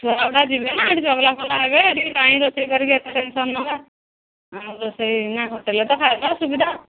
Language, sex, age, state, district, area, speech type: Odia, female, 45-60, Odisha, Angul, rural, conversation